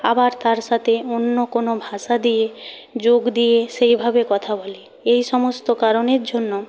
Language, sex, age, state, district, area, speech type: Bengali, female, 45-60, West Bengal, Purba Medinipur, rural, spontaneous